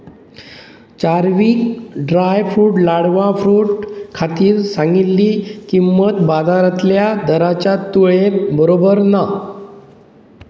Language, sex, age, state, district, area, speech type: Goan Konkani, male, 45-60, Goa, Pernem, rural, read